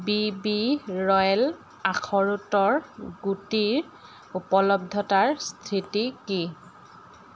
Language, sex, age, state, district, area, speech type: Assamese, female, 45-60, Assam, Jorhat, urban, read